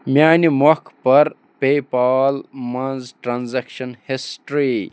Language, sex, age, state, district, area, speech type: Kashmiri, male, 30-45, Jammu and Kashmir, Bandipora, rural, read